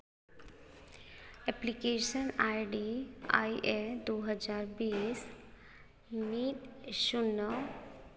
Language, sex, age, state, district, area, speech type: Santali, female, 30-45, Jharkhand, Seraikela Kharsawan, rural, read